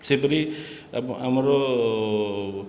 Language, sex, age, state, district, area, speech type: Odia, male, 30-45, Odisha, Khordha, rural, spontaneous